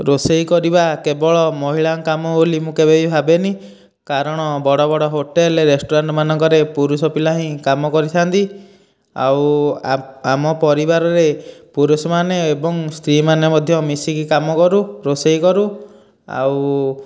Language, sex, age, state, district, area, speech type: Odia, male, 18-30, Odisha, Dhenkanal, rural, spontaneous